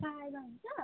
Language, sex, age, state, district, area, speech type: Nepali, female, 18-30, West Bengal, Kalimpong, rural, conversation